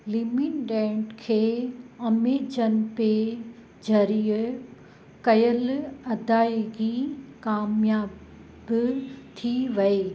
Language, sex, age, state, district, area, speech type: Sindhi, female, 45-60, Gujarat, Kutch, rural, read